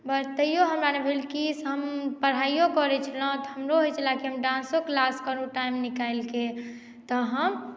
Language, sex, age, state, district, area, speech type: Maithili, female, 18-30, Bihar, Madhubani, rural, spontaneous